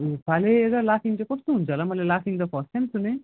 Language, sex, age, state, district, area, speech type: Nepali, male, 18-30, West Bengal, Darjeeling, rural, conversation